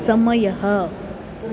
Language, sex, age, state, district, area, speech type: Sanskrit, female, 30-45, Maharashtra, Nagpur, urban, read